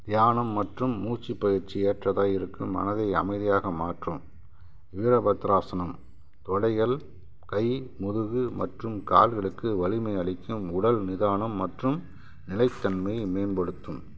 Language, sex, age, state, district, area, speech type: Tamil, male, 60+, Tamil Nadu, Kallakurichi, rural, spontaneous